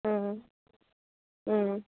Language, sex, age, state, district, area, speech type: Assamese, female, 30-45, Assam, Morigaon, rural, conversation